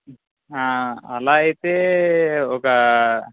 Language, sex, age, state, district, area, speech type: Telugu, male, 18-30, Telangana, Kamareddy, urban, conversation